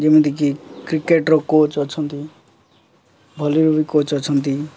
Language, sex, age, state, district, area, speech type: Odia, male, 18-30, Odisha, Jagatsinghpur, urban, spontaneous